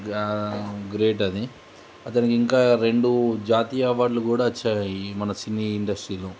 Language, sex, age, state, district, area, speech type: Telugu, male, 30-45, Telangana, Nizamabad, urban, spontaneous